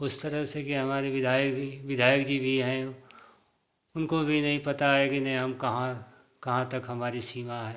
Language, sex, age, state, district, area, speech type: Hindi, male, 60+, Uttar Pradesh, Ghazipur, rural, spontaneous